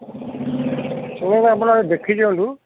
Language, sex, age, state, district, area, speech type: Odia, male, 60+, Odisha, Gajapati, rural, conversation